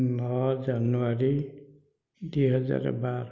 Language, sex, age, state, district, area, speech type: Odia, male, 60+, Odisha, Dhenkanal, rural, spontaneous